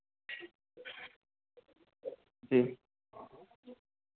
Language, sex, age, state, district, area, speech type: Hindi, male, 30-45, Madhya Pradesh, Betul, urban, conversation